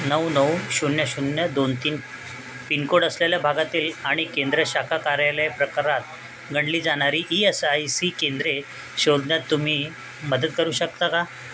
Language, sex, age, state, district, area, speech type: Marathi, male, 30-45, Maharashtra, Mumbai Suburban, urban, read